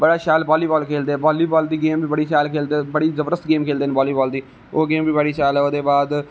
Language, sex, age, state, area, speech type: Dogri, male, 18-30, Jammu and Kashmir, rural, spontaneous